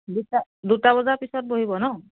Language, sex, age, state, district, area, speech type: Assamese, female, 30-45, Assam, Biswanath, rural, conversation